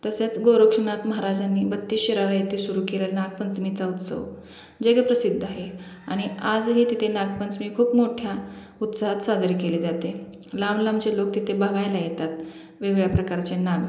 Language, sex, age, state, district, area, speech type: Marathi, female, 18-30, Maharashtra, Sangli, rural, spontaneous